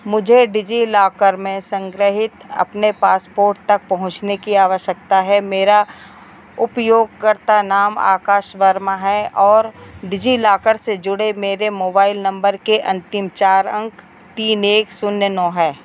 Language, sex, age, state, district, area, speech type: Hindi, female, 45-60, Madhya Pradesh, Narsinghpur, rural, read